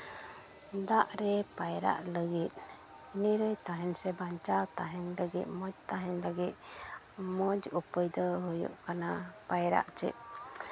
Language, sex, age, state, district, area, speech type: Santali, female, 30-45, West Bengal, Uttar Dinajpur, rural, spontaneous